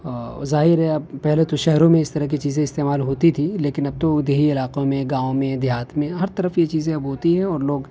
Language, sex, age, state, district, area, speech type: Urdu, male, 18-30, Delhi, North West Delhi, urban, spontaneous